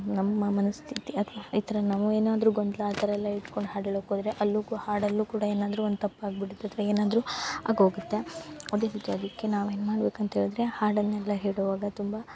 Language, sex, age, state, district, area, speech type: Kannada, female, 18-30, Karnataka, Uttara Kannada, rural, spontaneous